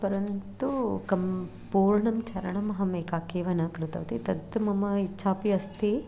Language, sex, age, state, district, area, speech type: Sanskrit, female, 18-30, Karnataka, Dharwad, urban, spontaneous